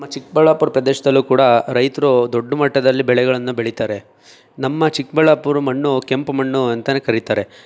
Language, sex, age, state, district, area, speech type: Kannada, male, 30-45, Karnataka, Chikkaballapur, urban, spontaneous